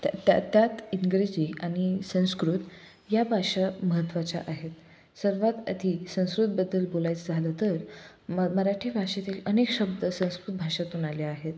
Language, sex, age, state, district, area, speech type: Marathi, female, 18-30, Maharashtra, Osmanabad, rural, spontaneous